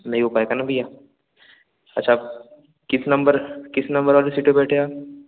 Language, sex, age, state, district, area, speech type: Hindi, male, 18-30, Madhya Pradesh, Balaghat, rural, conversation